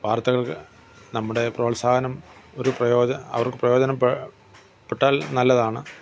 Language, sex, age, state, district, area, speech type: Malayalam, male, 60+, Kerala, Kollam, rural, spontaneous